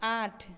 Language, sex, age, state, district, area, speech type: Hindi, female, 18-30, Bihar, Samastipur, rural, read